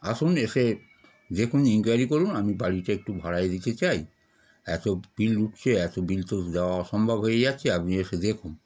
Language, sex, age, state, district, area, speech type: Bengali, male, 60+, West Bengal, Darjeeling, rural, spontaneous